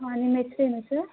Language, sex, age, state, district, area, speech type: Kannada, female, 18-30, Karnataka, Kolar, rural, conversation